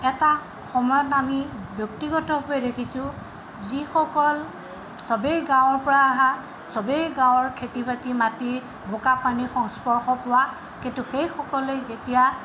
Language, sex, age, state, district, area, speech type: Assamese, female, 60+, Assam, Tinsukia, rural, spontaneous